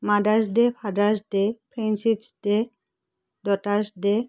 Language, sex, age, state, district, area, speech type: Assamese, female, 45-60, Assam, Biswanath, rural, spontaneous